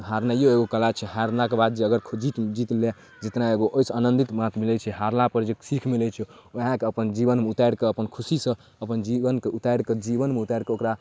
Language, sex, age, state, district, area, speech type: Maithili, male, 18-30, Bihar, Darbhanga, urban, spontaneous